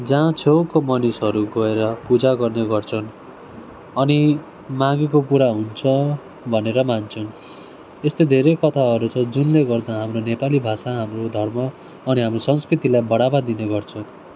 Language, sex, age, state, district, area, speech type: Nepali, male, 18-30, West Bengal, Darjeeling, rural, spontaneous